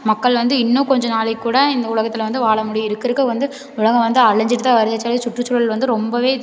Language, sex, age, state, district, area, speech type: Tamil, female, 18-30, Tamil Nadu, Tiruppur, rural, spontaneous